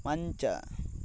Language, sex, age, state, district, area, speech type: Kannada, male, 45-60, Karnataka, Tumkur, rural, read